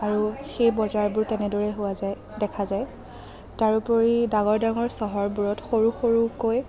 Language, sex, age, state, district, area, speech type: Assamese, female, 30-45, Assam, Kamrup Metropolitan, urban, spontaneous